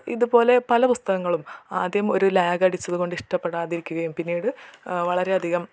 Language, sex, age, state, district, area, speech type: Malayalam, female, 18-30, Kerala, Malappuram, urban, spontaneous